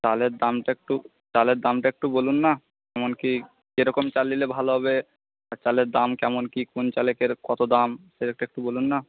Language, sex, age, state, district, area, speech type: Bengali, male, 18-30, West Bengal, Jhargram, rural, conversation